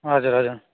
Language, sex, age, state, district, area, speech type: Nepali, male, 18-30, West Bengal, Darjeeling, rural, conversation